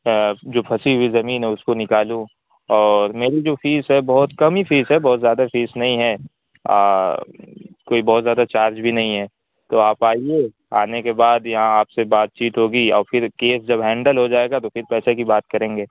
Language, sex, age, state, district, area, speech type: Urdu, male, 18-30, Uttar Pradesh, Azamgarh, rural, conversation